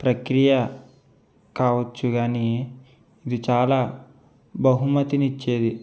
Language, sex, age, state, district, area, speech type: Telugu, male, 18-30, Andhra Pradesh, East Godavari, urban, spontaneous